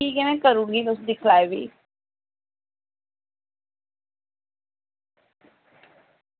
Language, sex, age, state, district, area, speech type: Dogri, female, 30-45, Jammu and Kashmir, Reasi, rural, conversation